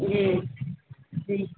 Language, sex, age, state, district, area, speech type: Hindi, female, 45-60, Uttar Pradesh, Azamgarh, rural, conversation